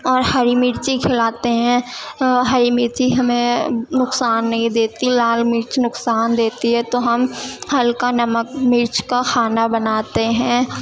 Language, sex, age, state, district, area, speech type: Urdu, female, 18-30, Uttar Pradesh, Gautam Buddha Nagar, urban, spontaneous